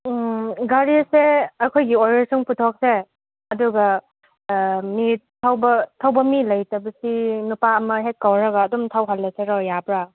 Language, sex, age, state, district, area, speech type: Manipuri, female, 30-45, Manipur, Chandel, rural, conversation